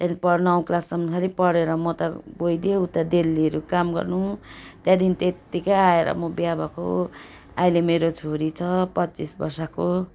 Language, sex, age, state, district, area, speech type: Nepali, female, 45-60, West Bengal, Darjeeling, rural, spontaneous